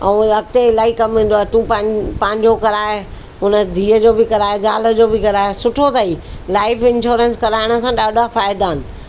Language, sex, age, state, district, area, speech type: Sindhi, female, 45-60, Delhi, South Delhi, urban, spontaneous